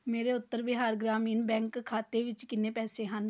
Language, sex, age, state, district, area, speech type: Punjabi, female, 30-45, Punjab, Amritsar, urban, read